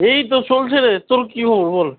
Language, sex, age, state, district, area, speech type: Bengali, male, 30-45, West Bengal, Kolkata, urban, conversation